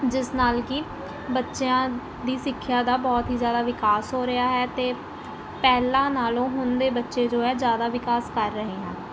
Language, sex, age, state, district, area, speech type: Punjabi, female, 18-30, Punjab, Mohali, urban, spontaneous